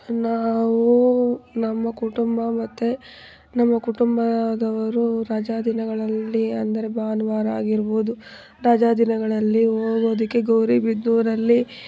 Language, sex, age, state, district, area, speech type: Kannada, female, 18-30, Karnataka, Chikkaballapur, rural, spontaneous